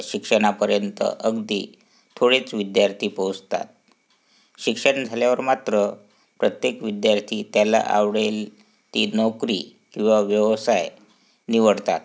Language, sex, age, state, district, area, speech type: Marathi, male, 45-60, Maharashtra, Wardha, urban, spontaneous